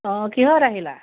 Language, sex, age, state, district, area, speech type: Assamese, female, 45-60, Assam, Dibrugarh, rural, conversation